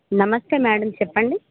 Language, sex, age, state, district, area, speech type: Telugu, female, 18-30, Telangana, Khammam, urban, conversation